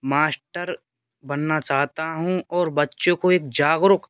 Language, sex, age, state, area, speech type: Hindi, male, 18-30, Rajasthan, rural, spontaneous